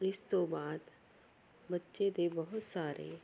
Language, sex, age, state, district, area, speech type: Punjabi, female, 45-60, Punjab, Jalandhar, urban, spontaneous